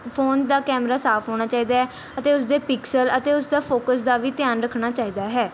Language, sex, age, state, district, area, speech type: Punjabi, female, 18-30, Punjab, Mohali, rural, spontaneous